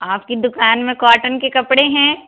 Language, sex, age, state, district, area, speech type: Hindi, female, 60+, Madhya Pradesh, Jabalpur, urban, conversation